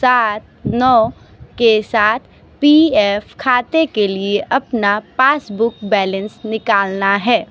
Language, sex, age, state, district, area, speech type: Hindi, female, 45-60, Uttar Pradesh, Sonbhadra, rural, read